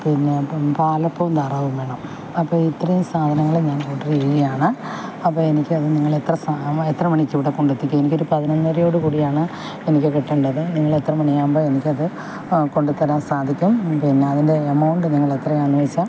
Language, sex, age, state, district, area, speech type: Malayalam, female, 60+, Kerala, Alappuzha, rural, spontaneous